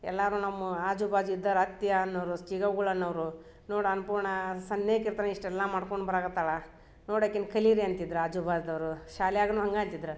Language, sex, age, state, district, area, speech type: Kannada, female, 30-45, Karnataka, Dharwad, urban, spontaneous